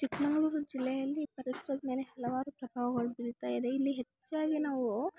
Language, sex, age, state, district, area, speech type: Kannada, female, 18-30, Karnataka, Chikkamagaluru, urban, spontaneous